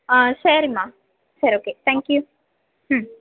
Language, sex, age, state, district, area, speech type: Tamil, female, 30-45, Tamil Nadu, Madurai, urban, conversation